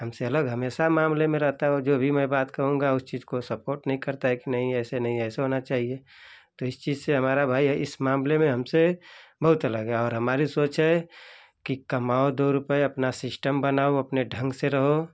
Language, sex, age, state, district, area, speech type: Hindi, male, 30-45, Uttar Pradesh, Ghazipur, urban, spontaneous